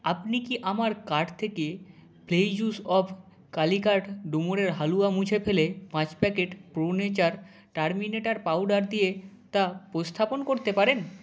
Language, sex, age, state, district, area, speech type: Bengali, male, 45-60, West Bengal, Nadia, rural, read